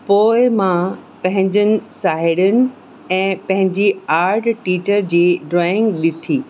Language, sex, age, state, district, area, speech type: Sindhi, female, 18-30, Uttar Pradesh, Lucknow, urban, spontaneous